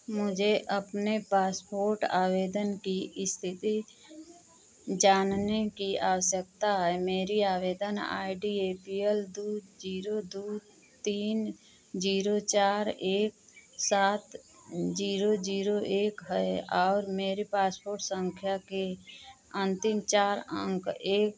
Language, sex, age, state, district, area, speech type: Hindi, female, 45-60, Uttar Pradesh, Mau, rural, read